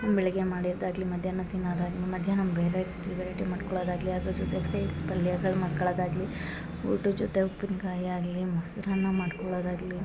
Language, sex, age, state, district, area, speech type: Kannada, female, 30-45, Karnataka, Hassan, urban, spontaneous